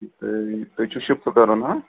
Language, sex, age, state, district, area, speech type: Kashmiri, male, 18-30, Jammu and Kashmir, Shopian, rural, conversation